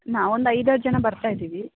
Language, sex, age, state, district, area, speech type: Kannada, female, 18-30, Karnataka, Kodagu, rural, conversation